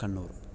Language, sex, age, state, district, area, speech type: Malayalam, male, 18-30, Kerala, Palakkad, rural, spontaneous